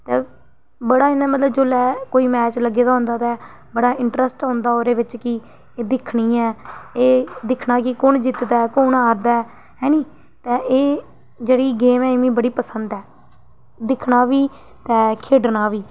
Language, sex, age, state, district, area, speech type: Dogri, female, 18-30, Jammu and Kashmir, Reasi, rural, spontaneous